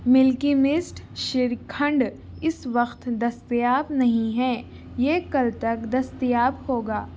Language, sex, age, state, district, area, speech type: Urdu, female, 18-30, Telangana, Hyderabad, urban, read